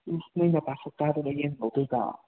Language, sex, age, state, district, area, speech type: Manipuri, other, 30-45, Manipur, Imphal West, urban, conversation